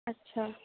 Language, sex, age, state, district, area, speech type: Urdu, female, 18-30, Uttar Pradesh, Ghaziabad, urban, conversation